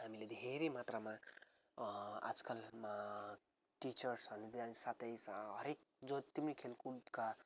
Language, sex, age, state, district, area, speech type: Nepali, male, 18-30, West Bengal, Kalimpong, rural, spontaneous